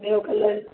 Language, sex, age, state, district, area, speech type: Sindhi, female, 45-60, Gujarat, Junagadh, urban, conversation